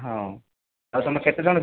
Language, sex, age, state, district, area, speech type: Odia, male, 18-30, Odisha, Kandhamal, rural, conversation